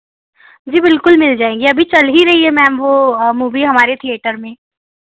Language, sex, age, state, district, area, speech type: Hindi, female, 30-45, Madhya Pradesh, Betul, rural, conversation